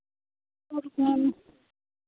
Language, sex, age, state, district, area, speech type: Hindi, female, 45-60, Uttar Pradesh, Lucknow, rural, conversation